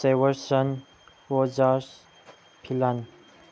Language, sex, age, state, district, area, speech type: Manipuri, male, 18-30, Manipur, Chandel, rural, spontaneous